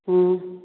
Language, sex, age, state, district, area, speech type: Manipuri, female, 45-60, Manipur, Churachandpur, rural, conversation